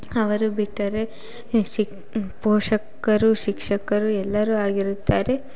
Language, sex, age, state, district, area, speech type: Kannada, female, 18-30, Karnataka, Chitradurga, rural, spontaneous